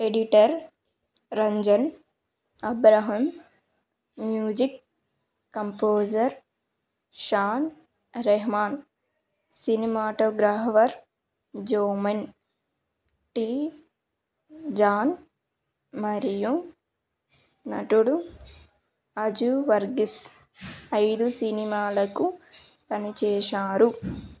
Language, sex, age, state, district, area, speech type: Telugu, female, 18-30, Telangana, Karimnagar, rural, read